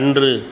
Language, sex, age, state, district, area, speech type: Tamil, male, 30-45, Tamil Nadu, Ariyalur, rural, read